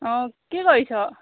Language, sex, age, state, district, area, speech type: Assamese, female, 30-45, Assam, Golaghat, rural, conversation